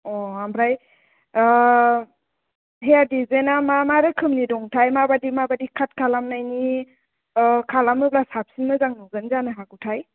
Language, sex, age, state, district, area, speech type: Bodo, female, 18-30, Assam, Kokrajhar, rural, conversation